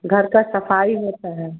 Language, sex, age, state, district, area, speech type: Hindi, female, 30-45, Bihar, Samastipur, rural, conversation